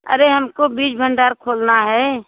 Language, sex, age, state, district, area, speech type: Hindi, female, 60+, Uttar Pradesh, Jaunpur, urban, conversation